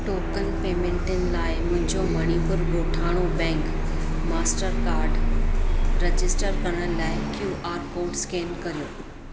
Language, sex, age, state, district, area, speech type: Sindhi, female, 45-60, Gujarat, Surat, urban, read